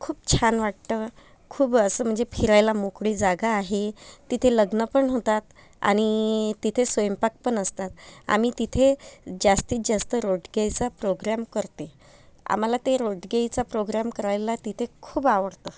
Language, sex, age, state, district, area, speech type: Marathi, female, 30-45, Maharashtra, Amravati, urban, spontaneous